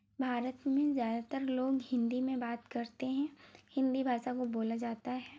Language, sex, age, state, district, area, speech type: Hindi, female, 30-45, Madhya Pradesh, Bhopal, urban, spontaneous